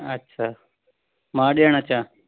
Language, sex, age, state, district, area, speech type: Sindhi, male, 45-60, Delhi, South Delhi, urban, conversation